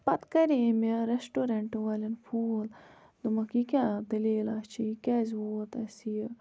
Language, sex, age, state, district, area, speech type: Kashmiri, female, 18-30, Jammu and Kashmir, Budgam, rural, spontaneous